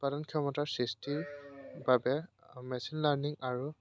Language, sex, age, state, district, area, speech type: Assamese, male, 18-30, Assam, Dibrugarh, rural, spontaneous